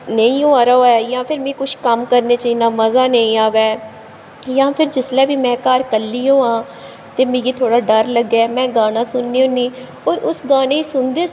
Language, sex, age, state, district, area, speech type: Dogri, female, 18-30, Jammu and Kashmir, Kathua, rural, spontaneous